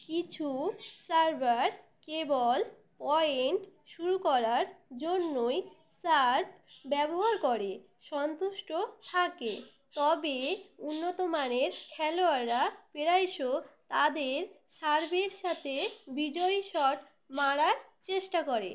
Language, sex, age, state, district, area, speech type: Bengali, female, 30-45, West Bengal, Uttar Dinajpur, urban, read